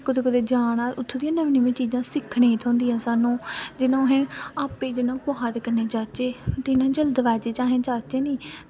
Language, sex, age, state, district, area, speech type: Dogri, female, 18-30, Jammu and Kashmir, Samba, rural, spontaneous